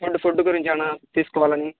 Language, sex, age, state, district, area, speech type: Telugu, male, 45-60, Andhra Pradesh, Chittoor, urban, conversation